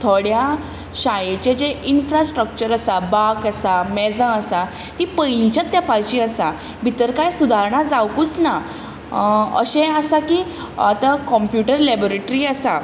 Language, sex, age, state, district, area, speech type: Goan Konkani, female, 18-30, Goa, Tiswadi, rural, spontaneous